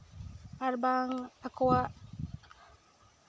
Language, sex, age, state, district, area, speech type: Santali, female, 18-30, West Bengal, Jhargram, rural, spontaneous